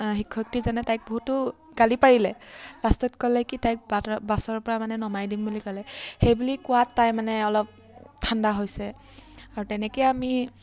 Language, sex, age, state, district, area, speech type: Assamese, female, 18-30, Assam, Sivasagar, rural, spontaneous